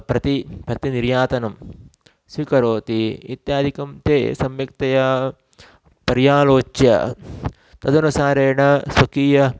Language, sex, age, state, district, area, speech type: Sanskrit, male, 30-45, Karnataka, Udupi, rural, spontaneous